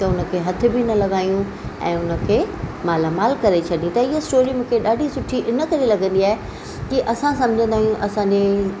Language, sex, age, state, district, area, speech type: Sindhi, female, 45-60, Maharashtra, Mumbai Suburban, urban, spontaneous